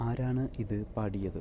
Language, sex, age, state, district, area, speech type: Malayalam, male, 18-30, Kerala, Palakkad, rural, read